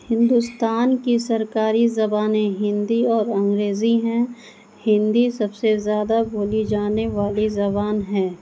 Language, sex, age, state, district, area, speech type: Urdu, female, 30-45, Bihar, Gaya, rural, spontaneous